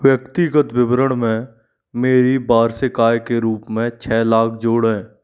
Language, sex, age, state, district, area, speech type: Hindi, male, 45-60, Madhya Pradesh, Bhopal, urban, read